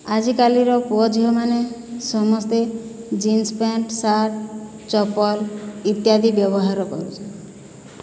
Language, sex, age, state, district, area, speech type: Odia, female, 45-60, Odisha, Boudh, rural, spontaneous